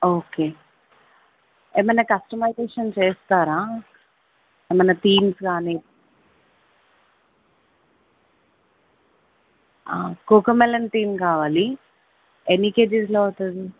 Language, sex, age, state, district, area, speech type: Telugu, female, 18-30, Telangana, Jayashankar, urban, conversation